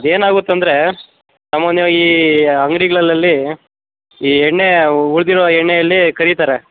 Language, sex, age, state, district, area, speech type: Kannada, male, 18-30, Karnataka, Kodagu, rural, conversation